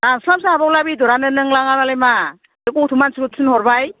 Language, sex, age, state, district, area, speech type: Bodo, female, 60+, Assam, Kokrajhar, urban, conversation